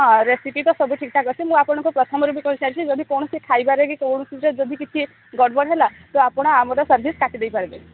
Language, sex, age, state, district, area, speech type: Odia, female, 30-45, Odisha, Sambalpur, rural, conversation